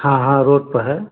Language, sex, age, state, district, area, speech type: Hindi, male, 30-45, Uttar Pradesh, Ghazipur, rural, conversation